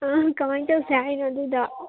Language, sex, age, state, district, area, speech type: Manipuri, female, 18-30, Manipur, Kangpokpi, urban, conversation